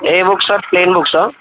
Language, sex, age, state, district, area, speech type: Telugu, male, 18-30, Telangana, Medchal, urban, conversation